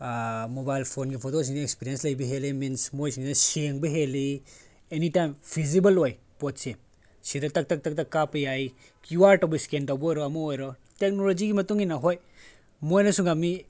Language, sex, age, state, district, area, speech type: Manipuri, male, 18-30, Manipur, Tengnoupal, rural, spontaneous